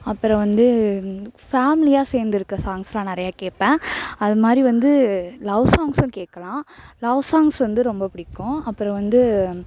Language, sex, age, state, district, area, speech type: Tamil, female, 18-30, Tamil Nadu, Thanjavur, urban, spontaneous